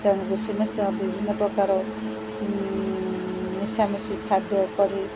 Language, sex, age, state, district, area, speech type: Odia, female, 45-60, Odisha, Sundergarh, rural, spontaneous